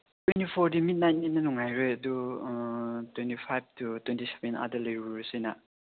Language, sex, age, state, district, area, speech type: Manipuri, male, 18-30, Manipur, Chandel, rural, conversation